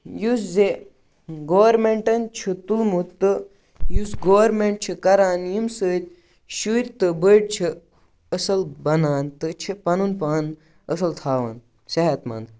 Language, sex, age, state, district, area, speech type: Kashmiri, male, 18-30, Jammu and Kashmir, Baramulla, rural, spontaneous